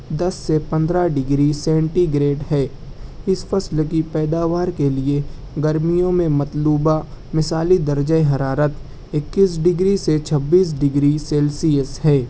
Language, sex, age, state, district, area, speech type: Urdu, male, 18-30, Maharashtra, Nashik, rural, spontaneous